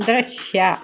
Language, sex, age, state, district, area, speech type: Kannada, female, 60+, Karnataka, Udupi, rural, read